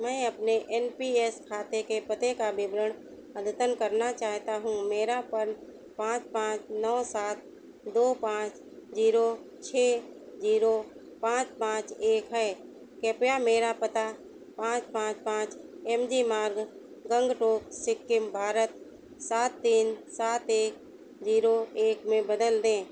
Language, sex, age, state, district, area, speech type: Hindi, female, 60+, Uttar Pradesh, Sitapur, rural, read